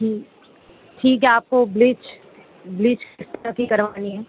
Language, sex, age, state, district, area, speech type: Urdu, female, 18-30, Delhi, East Delhi, urban, conversation